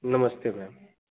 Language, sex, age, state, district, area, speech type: Hindi, male, 18-30, Uttar Pradesh, Pratapgarh, rural, conversation